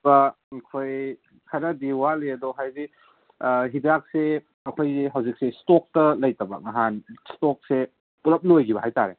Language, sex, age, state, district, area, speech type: Manipuri, male, 18-30, Manipur, Kangpokpi, urban, conversation